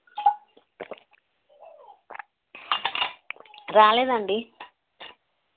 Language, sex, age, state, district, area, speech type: Telugu, female, 30-45, Telangana, Hanamkonda, rural, conversation